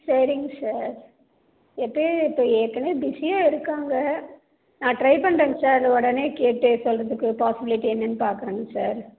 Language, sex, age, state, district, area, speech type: Tamil, female, 30-45, Tamil Nadu, Salem, rural, conversation